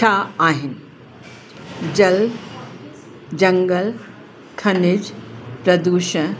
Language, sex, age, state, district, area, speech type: Sindhi, female, 60+, Uttar Pradesh, Lucknow, urban, spontaneous